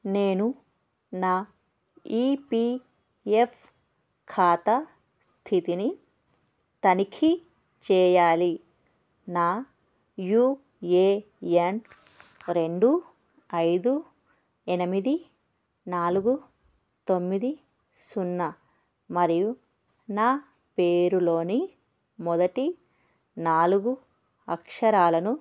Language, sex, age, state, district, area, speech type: Telugu, female, 18-30, Andhra Pradesh, Krishna, urban, read